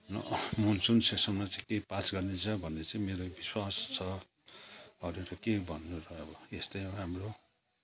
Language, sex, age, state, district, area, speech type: Nepali, male, 60+, West Bengal, Kalimpong, rural, spontaneous